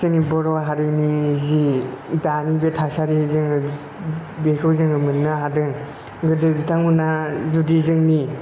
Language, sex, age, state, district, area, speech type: Bodo, male, 30-45, Assam, Chirang, rural, spontaneous